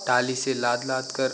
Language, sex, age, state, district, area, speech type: Hindi, male, 18-30, Uttar Pradesh, Pratapgarh, rural, spontaneous